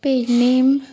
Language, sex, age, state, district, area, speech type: Goan Konkani, female, 18-30, Goa, Murmgao, urban, spontaneous